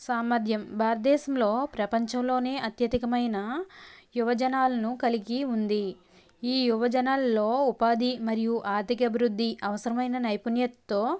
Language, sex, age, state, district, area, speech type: Telugu, female, 18-30, Andhra Pradesh, Konaseema, rural, spontaneous